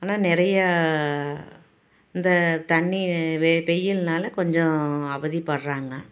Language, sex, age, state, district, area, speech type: Tamil, female, 30-45, Tamil Nadu, Salem, rural, spontaneous